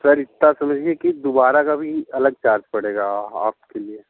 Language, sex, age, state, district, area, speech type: Hindi, male, 60+, Uttar Pradesh, Sonbhadra, rural, conversation